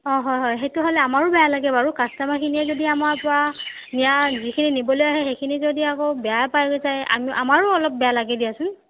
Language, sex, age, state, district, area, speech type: Assamese, female, 45-60, Assam, Nagaon, rural, conversation